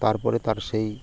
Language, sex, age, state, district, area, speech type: Bengali, male, 45-60, West Bengal, Birbhum, urban, spontaneous